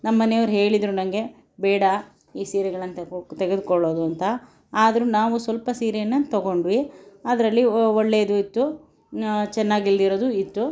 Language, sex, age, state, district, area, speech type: Kannada, female, 60+, Karnataka, Bangalore Urban, urban, spontaneous